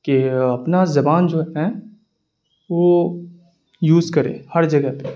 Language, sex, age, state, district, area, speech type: Urdu, male, 18-30, Bihar, Darbhanga, rural, spontaneous